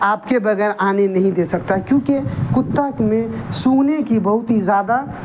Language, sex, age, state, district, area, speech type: Urdu, male, 45-60, Bihar, Darbhanga, rural, spontaneous